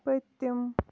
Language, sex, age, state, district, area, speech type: Kashmiri, female, 18-30, Jammu and Kashmir, Kulgam, rural, read